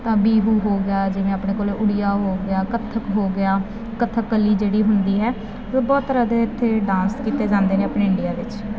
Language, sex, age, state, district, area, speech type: Punjabi, female, 18-30, Punjab, Faridkot, urban, spontaneous